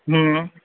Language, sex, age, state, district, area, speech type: Sanskrit, male, 18-30, Rajasthan, Jodhpur, urban, conversation